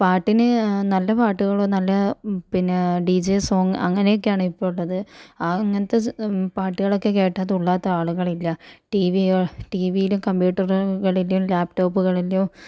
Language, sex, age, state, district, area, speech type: Malayalam, female, 45-60, Kerala, Kozhikode, urban, spontaneous